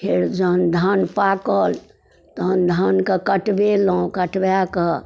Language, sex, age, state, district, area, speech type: Maithili, female, 60+, Bihar, Darbhanga, urban, spontaneous